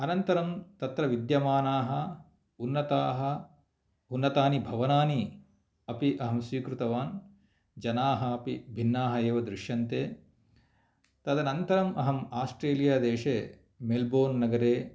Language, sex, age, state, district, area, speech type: Sanskrit, male, 45-60, Andhra Pradesh, Kurnool, rural, spontaneous